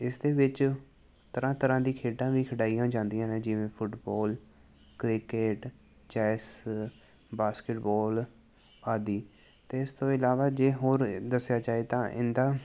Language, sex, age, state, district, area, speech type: Punjabi, male, 18-30, Punjab, Gurdaspur, urban, spontaneous